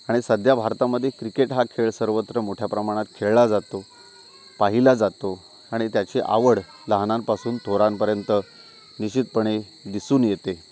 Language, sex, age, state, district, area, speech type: Marathi, male, 30-45, Maharashtra, Ratnagiri, rural, spontaneous